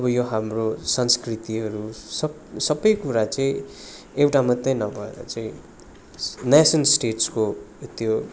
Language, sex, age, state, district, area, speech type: Nepali, male, 30-45, West Bengal, Darjeeling, rural, spontaneous